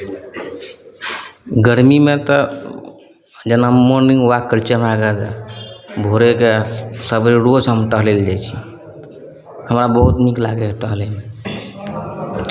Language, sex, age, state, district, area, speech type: Maithili, male, 18-30, Bihar, Araria, rural, spontaneous